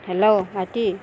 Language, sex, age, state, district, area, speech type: Assamese, female, 45-60, Assam, Nagaon, rural, spontaneous